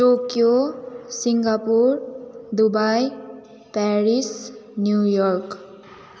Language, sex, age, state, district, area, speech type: Nepali, female, 18-30, West Bengal, Jalpaiguri, rural, spontaneous